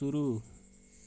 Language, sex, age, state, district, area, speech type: Hindi, male, 30-45, Uttar Pradesh, Azamgarh, rural, read